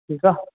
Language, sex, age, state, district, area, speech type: Sindhi, male, 18-30, Rajasthan, Ajmer, rural, conversation